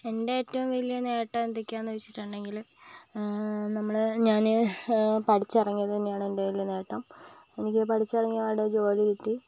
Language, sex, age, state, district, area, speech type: Malayalam, female, 18-30, Kerala, Kozhikode, rural, spontaneous